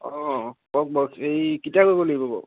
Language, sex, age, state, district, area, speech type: Assamese, male, 18-30, Assam, Dibrugarh, urban, conversation